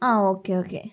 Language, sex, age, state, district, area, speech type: Malayalam, female, 18-30, Kerala, Wayanad, rural, spontaneous